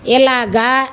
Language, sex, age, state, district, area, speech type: Telugu, female, 60+, Andhra Pradesh, Guntur, rural, spontaneous